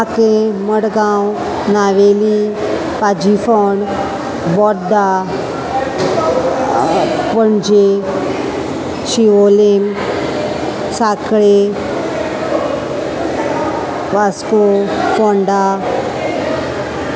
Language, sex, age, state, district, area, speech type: Goan Konkani, female, 45-60, Goa, Salcete, urban, spontaneous